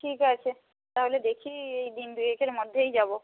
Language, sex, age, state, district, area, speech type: Bengali, female, 45-60, West Bengal, Nadia, rural, conversation